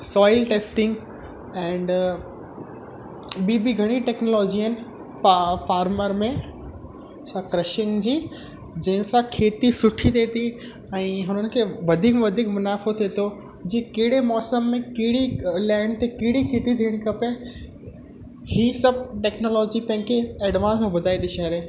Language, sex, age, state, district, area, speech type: Sindhi, male, 18-30, Gujarat, Kutch, urban, spontaneous